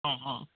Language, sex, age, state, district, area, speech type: Kannada, male, 18-30, Karnataka, Mysore, urban, conversation